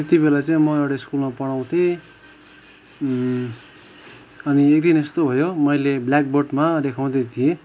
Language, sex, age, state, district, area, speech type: Nepali, male, 30-45, West Bengal, Kalimpong, rural, spontaneous